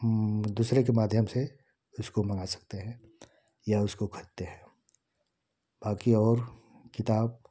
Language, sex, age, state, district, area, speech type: Hindi, male, 60+, Uttar Pradesh, Ghazipur, rural, spontaneous